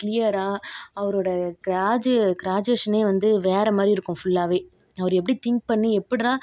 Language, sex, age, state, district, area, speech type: Tamil, female, 45-60, Tamil Nadu, Tiruvarur, rural, spontaneous